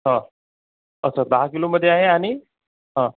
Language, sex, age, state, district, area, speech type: Marathi, male, 30-45, Maharashtra, Akola, urban, conversation